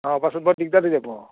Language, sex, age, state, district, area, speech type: Assamese, male, 45-60, Assam, Barpeta, rural, conversation